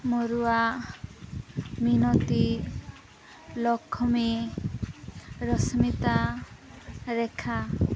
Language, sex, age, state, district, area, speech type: Odia, female, 18-30, Odisha, Nabarangpur, urban, spontaneous